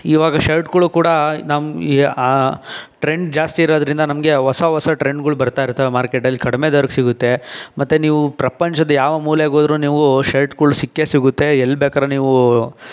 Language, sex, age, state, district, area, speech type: Kannada, male, 18-30, Karnataka, Tumkur, rural, spontaneous